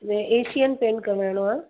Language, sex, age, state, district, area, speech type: Sindhi, female, 60+, Uttar Pradesh, Lucknow, urban, conversation